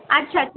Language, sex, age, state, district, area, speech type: Marathi, female, 18-30, Maharashtra, Nanded, rural, conversation